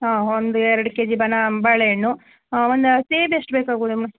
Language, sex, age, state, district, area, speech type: Kannada, female, 30-45, Karnataka, Mandya, rural, conversation